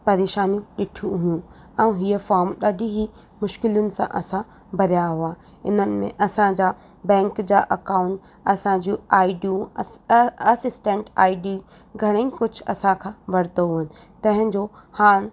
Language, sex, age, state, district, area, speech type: Sindhi, female, 30-45, Rajasthan, Ajmer, urban, spontaneous